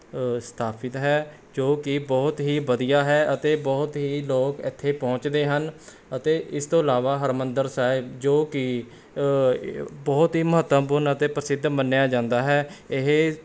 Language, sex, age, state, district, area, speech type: Punjabi, male, 18-30, Punjab, Rupnagar, urban, spontaneous